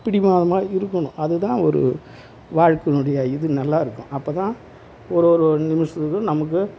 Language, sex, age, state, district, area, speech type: Tamil, male, 60+, Tamil Nadu, Tiruvarur, rural, spontaneous